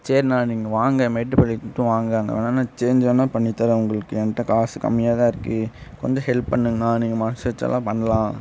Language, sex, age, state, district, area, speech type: Tamil, male, 18-30, Tamil Nadu, Coimbatore, rural, spontaneous